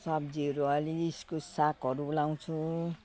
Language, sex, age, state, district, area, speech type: Nepali, female, 60+, West Bengal, Jalpaiguri, urban, spontaneous